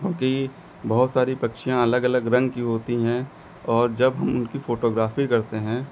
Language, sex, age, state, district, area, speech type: Hindi, male, 45-60, Uttar Pradesh, Lucknow, rural, spontaneous